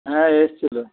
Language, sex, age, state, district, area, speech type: Bengali, male, 45-60, West Bengal, Dakshin Dinajpur, rural, conversation